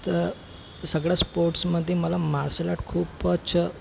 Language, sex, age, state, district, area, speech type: Marathi, female, 18-30, Maharashtra, Nagpur, urban, spontaneous